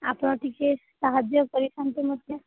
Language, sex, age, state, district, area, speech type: Odia, female, 45-60, Odisha, Sundergarh, rural, conversation